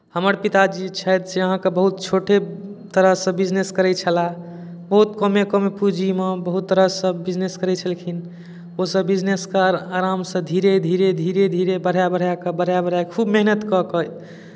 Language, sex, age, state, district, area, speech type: Maithili, male, 18-30, Bihar, Darbhanga, urban, spontaneous